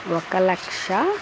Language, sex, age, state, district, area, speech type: Telugu, female, 30-45, Andhra Pradesh, Chittoor, urban, spontaneous